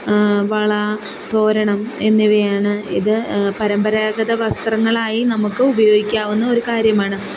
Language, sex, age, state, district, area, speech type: Malayalam, female, 30-45, Kerala, Kollam, rural, spontaneous